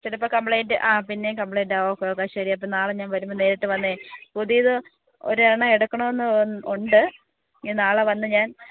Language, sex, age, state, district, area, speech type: Malayalam, female, 18-30, Kerala, Kozhikode, rural, conversation